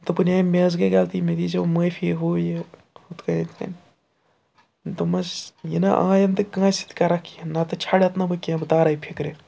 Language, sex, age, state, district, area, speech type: Kashmiri, male, 60+, Jammu and Kashmir, Srinagar, urban, spontaneous